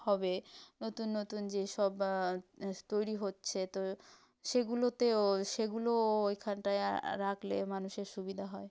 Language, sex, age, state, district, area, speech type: Bengali, female, 18-30, West Bengal, South 24 Parganas, rural, spontaneous